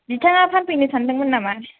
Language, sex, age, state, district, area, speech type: Bodo, female, 18-30, Assam, Chirang, urban, conversation